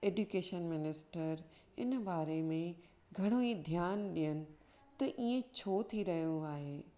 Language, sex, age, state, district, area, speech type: Sindhi, female, 45-60, Maharashtra, Thane, urban, spontaneous